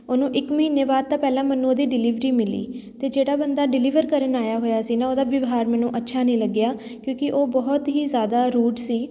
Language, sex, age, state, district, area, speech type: Punjabi, female, 30-45, Punjab, Shaheed Bhagat Singh Nagar, urban, spontaneous